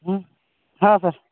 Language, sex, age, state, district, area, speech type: Marathi, male, 30-45, Maharashtra, Washim, urban, conversation